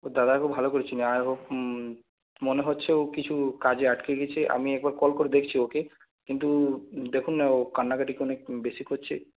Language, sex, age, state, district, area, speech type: Bengali, male, 18-30, West Bengal, Purulia, rural, conversation